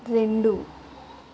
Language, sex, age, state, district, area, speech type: Telugu, female, 45-60, Andhra Pradesh, Kakinada, rural, read